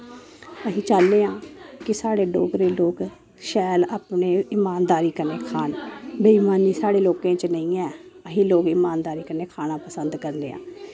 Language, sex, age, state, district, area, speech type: Dogri, female, 30-45, Jammu and Kashmir, Samba, rural, spontaneous